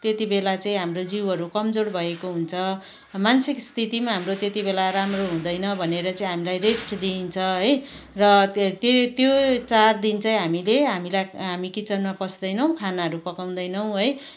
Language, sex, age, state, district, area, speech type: Nepali, female, 45-60, West Bengal, Kalimpong, rural, spontaneous